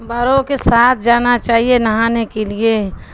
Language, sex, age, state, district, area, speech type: Urdu, female, 60+, Bihar, Darbhanga, rural, spontaneous